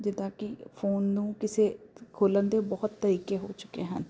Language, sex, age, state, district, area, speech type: Punjabi, female, 30-45, Punjab, Jalandhar, urban, spontaneous